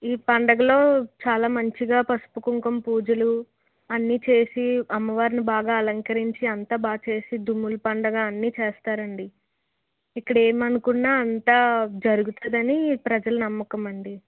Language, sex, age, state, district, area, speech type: Telugu, female, 18-30, Andhra Pradesh, Anakapalli, urban, conversation